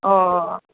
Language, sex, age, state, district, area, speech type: Goan Konkani, female, 30-45, Goa, Quepem, rural, conversation